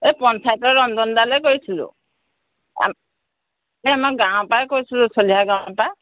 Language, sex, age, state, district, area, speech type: Assamese, female, 45-60, Assam, Jorhat, urban, conversation